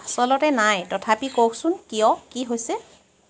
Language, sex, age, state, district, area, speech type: Assamese, female, 30-45, Assam, Sivasagar, rural, read